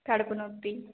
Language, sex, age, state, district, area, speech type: Telugu, female, 18-30, Telangana, Karimnagar, rural, conversation